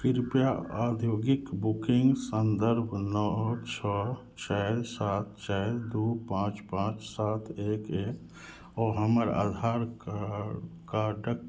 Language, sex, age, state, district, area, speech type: Maithili, male, 30-45, Bihar, Madhubani, rural, read